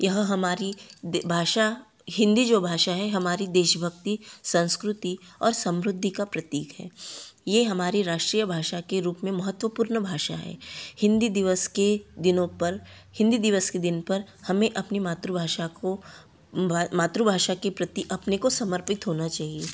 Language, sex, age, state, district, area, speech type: Hindi, female, 30-45, Madhya Pradesh, Betul, urban, spontaneous